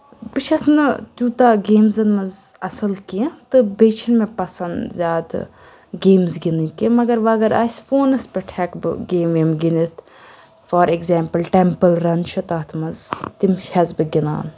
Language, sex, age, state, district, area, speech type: Kashmiri, female, 18-30, Jammu and Kashmir, Budgam, rural, spontaneous